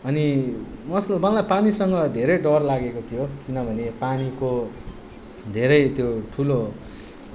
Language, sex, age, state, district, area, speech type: Nepali, male, 18-30, West Bengal, Darjeeling, rural, spontaneous